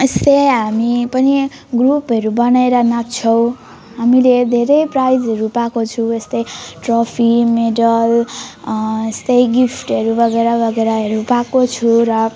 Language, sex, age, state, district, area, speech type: Nepali, female, 18-30, West Bengal, Alipurduar, urban, spontaneous